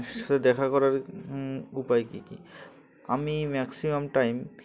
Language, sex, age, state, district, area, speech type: Bengali, male, 18-30, West Bengal, Uttar Dinajpur, urban, spontaneous